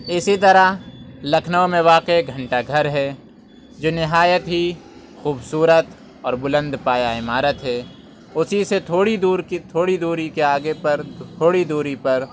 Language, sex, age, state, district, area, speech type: Urdu, male, 30-45, Uttar Pradesh, Lucknow, rural, spontaneous